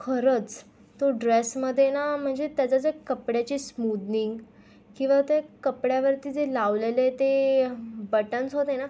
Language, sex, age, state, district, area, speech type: Marathi, female, 18-30, Maharashtra, Thane, urban, spontaneous